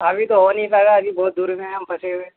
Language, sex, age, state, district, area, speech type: Urdu, male, 18-30, Uttar Pradesh, Gautam Buddha Nagar, urban, conversation